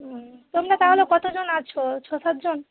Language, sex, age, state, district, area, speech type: Bengali, female, 30-45, West Bengal, Hooghly, urban, conversation